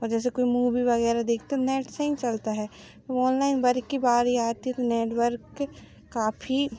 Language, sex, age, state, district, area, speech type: Hindi, female, 18-30, Madhya Pradesh, Seoni, urban, spontaneous